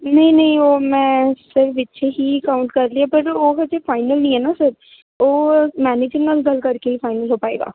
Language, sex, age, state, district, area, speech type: Punjabi, female, 18-30, Punjab, Ludhiana, rural, conversation